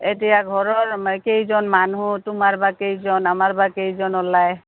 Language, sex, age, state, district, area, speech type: Assamese, female, 60+, Assam, Goalpara, rural, conversation